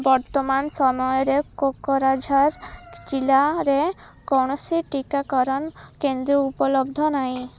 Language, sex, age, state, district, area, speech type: Odia, female, 18-30, Odisha, Malkangiri, urban, read